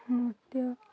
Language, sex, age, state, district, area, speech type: Odia, female, 18-30, Odisha, Nuapada, urban, spontaneous